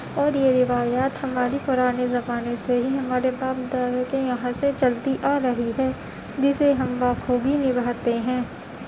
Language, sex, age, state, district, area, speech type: Urdu, female, 18-30, Uttar Pradesh, Gautam Buddha Nagar, urban, spontaneous